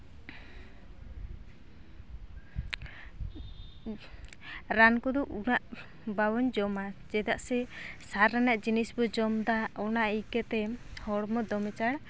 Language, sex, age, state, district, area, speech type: Santali, female, 18-30, West Bengal, Purulia, rural, spontaneous